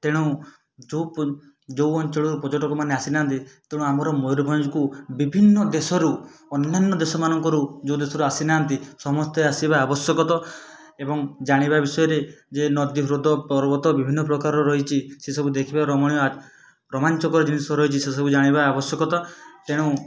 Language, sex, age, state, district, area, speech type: Odia, male, 30-45, Odisha, Mayurbhanj, rural, spontaneous